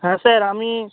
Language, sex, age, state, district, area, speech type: Bengali, male, 60+, West Bengal, Purba Medinipur, rural, conversation